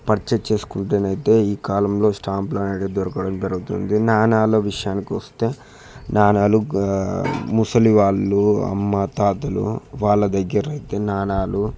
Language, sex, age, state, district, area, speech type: Telugu, male, 18-30, Telangana, Peddapalli, rural, spontaneous